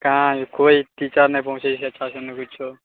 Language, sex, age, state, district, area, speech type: Maithili, male, 18-30, Bihar, Muzaffarpur, rural, conversation